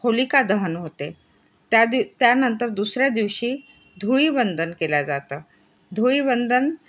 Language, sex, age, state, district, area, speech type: Marathi, female, 60+, Maharashtra, Nagpur, urban, spontaneous